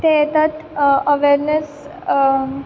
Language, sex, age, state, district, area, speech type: Goan Konkani, female, 18-30, Goa, Quepem, rural, spontaneous